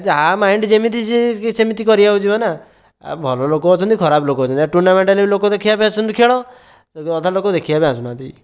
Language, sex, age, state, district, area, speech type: Odia, male, 18-30, Odisha, Dhenkanal, rural, spontaneous